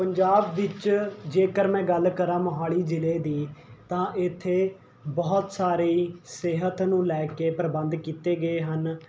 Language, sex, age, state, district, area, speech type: Punjabi, male, 18-30, Punjab, Mohali, urban, spontaneous